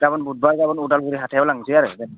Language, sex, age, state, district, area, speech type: Bodo, male, 18-30, Assam, Udalguri, rural, conversation